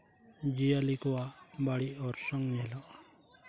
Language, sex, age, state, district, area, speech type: Santali, male, 30-45, West Bengal, Purulia, rural, spontaneous